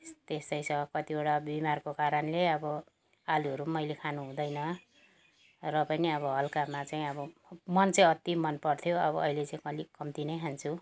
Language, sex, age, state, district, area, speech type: Nepali, female, 60+, West Bengal, Jalpaiguri, rural, spontaneous